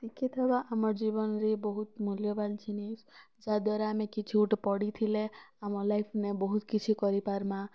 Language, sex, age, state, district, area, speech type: Odia, female, 18-30, Odisha, Kalahandi, rural, spontaneous